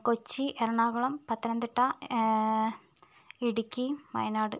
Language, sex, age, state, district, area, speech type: Malayalam, female, 18-30, Kerala, Wayanad, rural, spontaneous